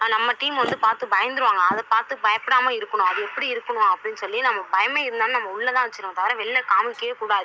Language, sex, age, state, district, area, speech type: Tamil, female, 18-30, Tamil Nadu, Ariyalur, rural, spontaneous